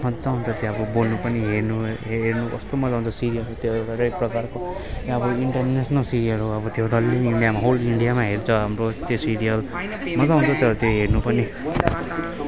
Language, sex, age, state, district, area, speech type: Nepali, male, 18-30, West Bengal, Kalimpong, rural, spontaneous